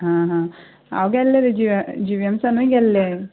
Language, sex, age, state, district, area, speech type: Goan Konkani, female, 18-30, Goa, Ponda, rural, conversation